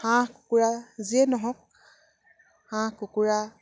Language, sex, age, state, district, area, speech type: Assamese, female, 45-60, Assam, Dibrugarh, rural, spontaneous